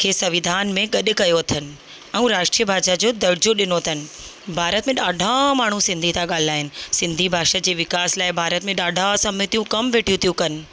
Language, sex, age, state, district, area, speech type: Sindhi, female, 30-45, Rajasthan, Ajmer, urban, spontaneous